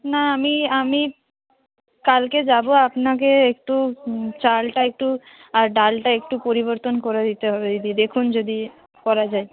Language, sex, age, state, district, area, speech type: Bengali, female, 30-45, West Bengal, North 24 Parganas, rural, conversation